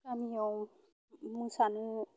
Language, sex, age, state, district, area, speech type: Bodo, female, 45-60, Assam, Kokrajhar, rural, spontaneous